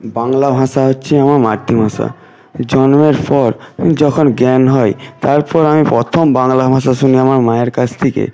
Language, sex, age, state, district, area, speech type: Bengali, male, 60+, West Bengal, Jhargram, rural, spontaneous